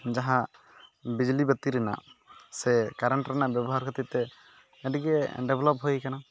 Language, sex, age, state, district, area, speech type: Santali, male, 18-30, West Bengal, Purulia, rural, spontaneous